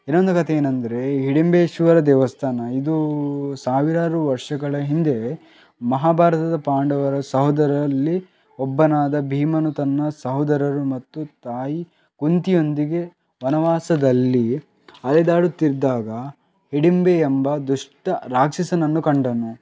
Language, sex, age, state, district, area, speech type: Kannada, male, 18-30, Karnataka, Chitradurga, rural, spontaneous